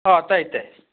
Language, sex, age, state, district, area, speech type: Manipuri, male, 60+, Manipur, Churachandpur, urban, conversation